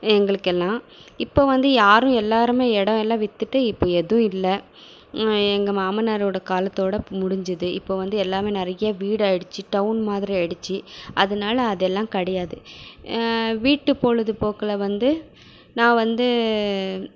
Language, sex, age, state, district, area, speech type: Tamil, female, 30-45, Tamil Nadu, Krishnagiri, rural, spontaneous